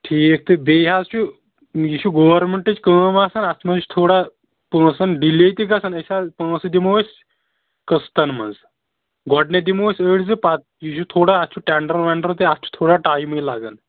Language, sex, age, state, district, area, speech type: Kashmiri, male, 18-30, Jammu and Kashmir, Shopian, rural, conversation